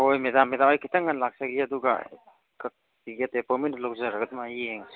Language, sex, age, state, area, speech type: Manipuri, male, 30-45, Manipur, urban, conversation